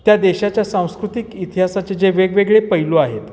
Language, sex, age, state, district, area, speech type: Marathi, male, 45-60, Maharashtra, Satara, urban, spontaneous